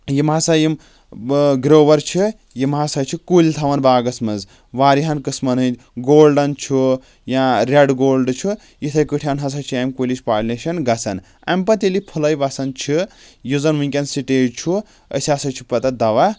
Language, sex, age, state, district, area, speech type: Kashmiri, male, 18-30, Jammu and Kashmir, Anantnag, rural, spontaneous